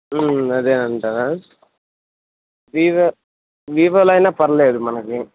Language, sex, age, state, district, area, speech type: Telugu, male, 18-30, Andhra Pradesh, Visakhapatnam, rural, conversation